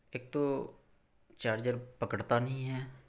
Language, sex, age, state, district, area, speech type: Urdu, male, 30-45, Bihar, Araria, urban, spontaneous